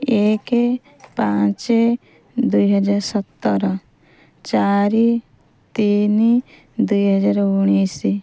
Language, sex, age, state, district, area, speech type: Odia, female, 30-45, Odisha, Kendrapara, urban, spontaneous